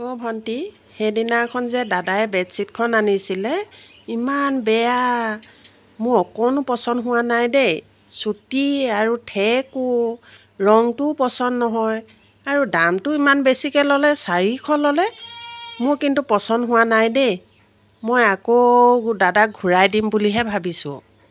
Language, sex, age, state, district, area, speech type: Assamese, female, 45-60, Assam, Jorhat, urban, spontaneous